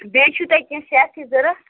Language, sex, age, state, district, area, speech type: Kashmiri, female, 18-30, Jammu and Kashmir, Bandipora, rural, conversation